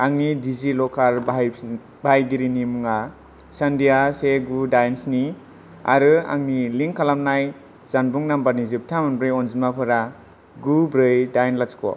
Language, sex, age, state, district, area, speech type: Bodo, male, 18-30, Assam, Kokrajhar, rural, read